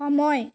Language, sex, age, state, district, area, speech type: Assamese, female, 30-45, Assam, Dhemaji, rural, read